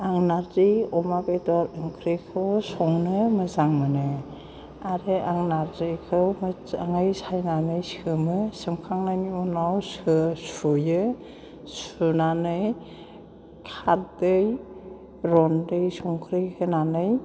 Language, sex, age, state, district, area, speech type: Bodo, female, 60+, Assam, Chirang, rural, spontaneous